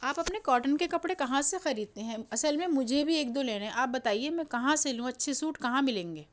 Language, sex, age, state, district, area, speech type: Urdu, female, 45-60, Delhi, New Delhi, urban, spontaneous